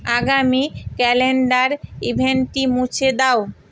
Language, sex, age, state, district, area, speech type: Bengali, female, 45-60, West Bengal, Nadia, rural, read